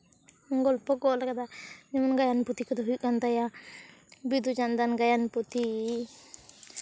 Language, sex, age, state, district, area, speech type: Santali, female, 18-30, West Bengal, Purulia, rural, spontaneous